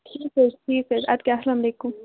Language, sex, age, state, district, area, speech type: Kashmiri, female, 45-60, Jammu and Kashmir, Kupwara, urban, conversation